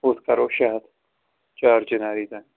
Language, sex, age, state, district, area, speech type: Kashmiri, male, 30-45, Jammu and Kashmir, Srinagar, urban, conversation